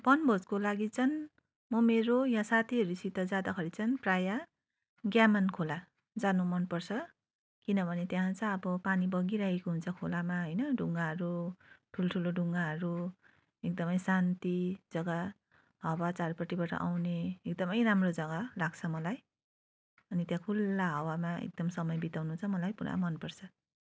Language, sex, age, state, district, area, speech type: Nepali, female, 30-45, West Bengal, Darjeeling, rural, spontaneous